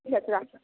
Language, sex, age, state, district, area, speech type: Bengali, female, 60+, West Bengal, Purulia, urban, conversation